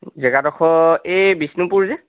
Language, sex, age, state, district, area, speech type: Assamese, male, 18-30, Assam, Charaideo, urban, conversation